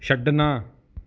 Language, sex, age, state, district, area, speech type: Punjabi, male, 30-45, Punjab, Gurdaspur, rural, read